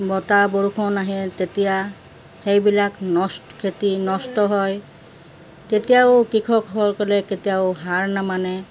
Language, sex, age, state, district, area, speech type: Assamese, female, 60+, Assam, Charaideo, urban, spontaneous